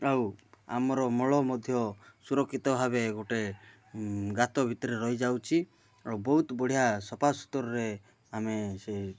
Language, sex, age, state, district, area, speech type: Odia, male, 30-45, Odisha, Kalahandi, rural, spontaneous